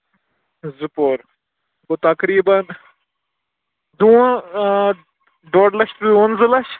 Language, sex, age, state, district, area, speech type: Kashmiri, male, 18-30, Jammu and Kashmir, Kulgam, rural, conversation